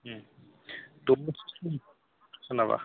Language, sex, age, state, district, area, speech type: Bodo, male, 18-30, Assam, Kokrajhar, rural, conversation